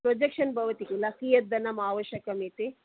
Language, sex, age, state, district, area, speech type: Sanskrit, female, 45-60, Karnataka, Dakshina Kannada, urban, conversation